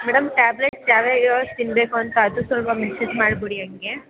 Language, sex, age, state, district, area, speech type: Kannada, female, 18-30, Karnataka, Mysore, urban, conversation